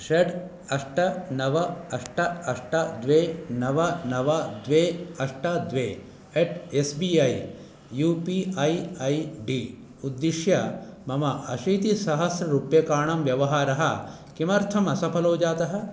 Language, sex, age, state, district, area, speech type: Sanskrit, male, 45-60, Karnataka, Bangalore Urban, urban, read